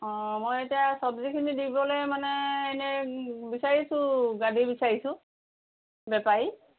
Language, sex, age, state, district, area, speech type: Assamese, female, 45-60, Assam, Golaghat, rural, conversation